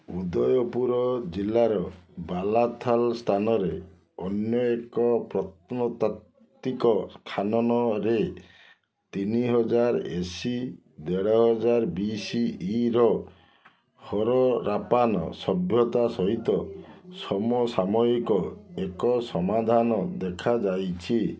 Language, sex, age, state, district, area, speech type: Odia, male, 45-60, Odisha, Balasore, rural, read